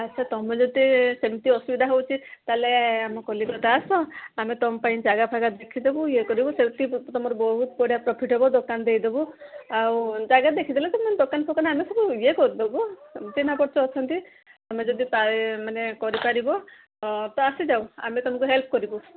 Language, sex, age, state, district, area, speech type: Odia, female, 60+, Odisha, Gajapati, rural, conversation